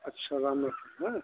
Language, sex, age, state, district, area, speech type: Hindi, male, 60+, Uttar Pradesh, Ayodhya, rural, conversation